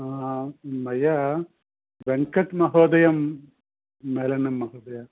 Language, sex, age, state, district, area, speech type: Sanskrit, male, 60+, Andhra Pradesh, Visakhapatnam, urban, conversation